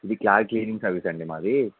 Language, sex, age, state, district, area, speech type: Telugu, male, 18-30, Telangana, Kamareddy, urban, conversation